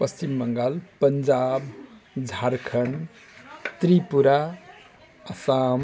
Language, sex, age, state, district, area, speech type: Nepali, male, 45-60, West Bengal, Jalpaiguri, rural, spontaneous